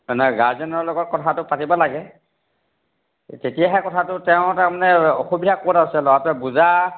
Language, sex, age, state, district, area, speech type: Assamese, male, 60+, Assam, Charaideo, urban, conversation